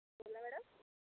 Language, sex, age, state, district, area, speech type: Marathi, female, 30-45, Maharashtra, Amravati, urban, conversation